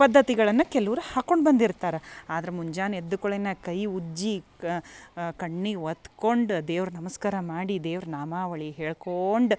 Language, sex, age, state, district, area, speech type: Kannada, female, 30-45, Karnataka, Dharwad, rural, spontaneous